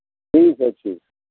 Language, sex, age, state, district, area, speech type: Hindi, male, 45-60, Uttar Pradesh, Pratapgarh, rural, conversation